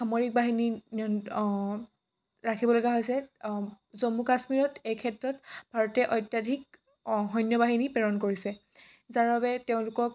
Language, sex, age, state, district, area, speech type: Assamese, female, 18-30, Assam, Dhemaji, rural, spontaneous